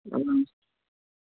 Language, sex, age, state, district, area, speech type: Assamese, male, 18-30, Assam, Golaghat, rural, conversation